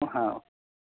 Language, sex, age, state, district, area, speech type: Gujarati, male, 30-45, Gujarat, Narmada, rural, conversation